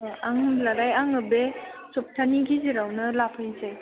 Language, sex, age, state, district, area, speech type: Bodo, female, 18-30, Assam, Chirang, urban, conversation